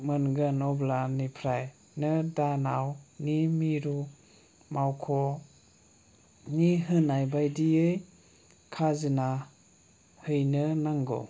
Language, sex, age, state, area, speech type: Bodo, male, 18-30, Assam, urban, spontaneous